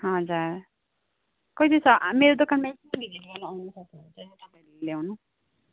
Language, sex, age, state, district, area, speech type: Nepali, female, 30-45, West Bengal, Kalimpong, rural, conversation